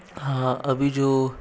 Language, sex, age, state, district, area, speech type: Hindi, male, 60+, Rajasthan, Jodhpur, urban, spontaneous